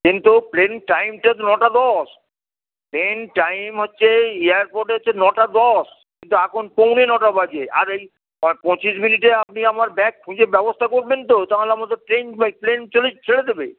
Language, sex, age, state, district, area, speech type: Bengali, male, 60+, West Bengal, Hooghly, rural, conversation